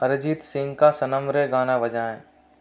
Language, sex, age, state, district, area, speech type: Hindi, female, 30-45, Rajasthan, Jaipur, urban, read